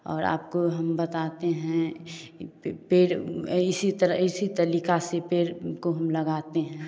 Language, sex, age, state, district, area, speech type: Hindi, female, 18-30, Bihar, Samastipur, rural, spontaneous